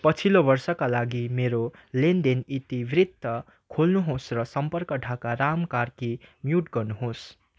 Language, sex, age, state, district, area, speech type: Nepali, male, 18-30, West Bengal, Darjeeling, rural, read